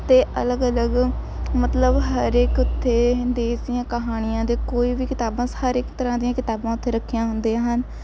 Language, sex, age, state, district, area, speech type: Punjabi, female, 18-30, Punjab, Shaheed Bhagat Singh Nagar, rural, spontaneous